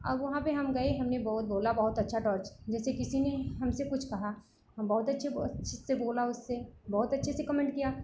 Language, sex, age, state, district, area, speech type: Hindi, female, 30-45, Uttar Pradesh, Lucknow, rural, spontaneous